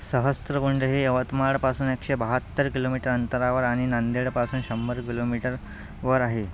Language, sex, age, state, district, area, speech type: Marathi, male, 18-30, Maharashtra, Yavatmal, rural, read